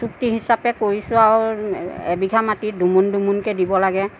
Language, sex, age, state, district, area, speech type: Assamese, female, 45-60, Assam, Nagaon, rural, spontaneous